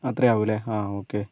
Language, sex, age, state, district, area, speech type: Malayalam, male, 18-30, Kerala, Kozhikode, urban, spontaneous